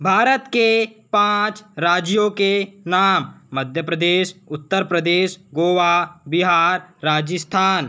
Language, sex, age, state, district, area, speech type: Hindi, male, 18-30, Madhya Pradesh, Balaghat, rural, spontaneous